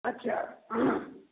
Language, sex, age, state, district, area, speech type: Maithili, male, 60+, Bihar, Samastipur, rural, conversation